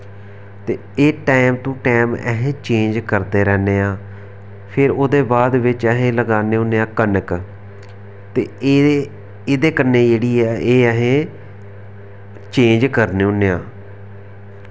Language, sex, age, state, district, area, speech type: Dogri, male, 30-45, Jammu and Kashmir, Samba, urban, spontaneous